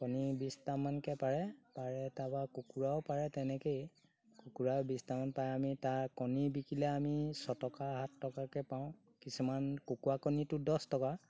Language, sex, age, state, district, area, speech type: Assamese, male, 60+, Assam, Golaghat, rural, spontaneous